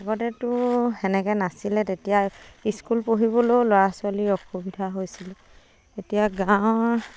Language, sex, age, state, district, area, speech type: Assamese, female, 30-45, Assam, Dibrugarh, rural, spontaneous